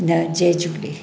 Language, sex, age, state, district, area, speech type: Sindhi, female, 45-60, Maharashtra, Mumbai Suburban, urban, spontaneous